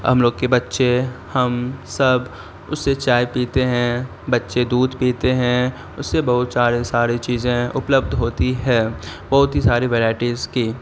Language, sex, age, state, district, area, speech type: Urdu, male, 18-30, Bihar, Saharsa, rural, spontaneous